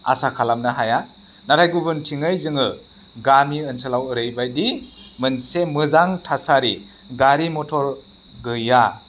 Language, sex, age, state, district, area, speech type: Bodo, male, 30-45, Assam, Chirang, rural, spontaneous